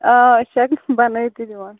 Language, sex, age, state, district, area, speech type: Kashmiri, female, 30-45, Jammu and Kashmir, Shopian, rural, conversation